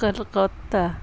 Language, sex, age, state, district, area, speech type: Urdu, female, 60+, Bihar, Gaya, urban, spontaneous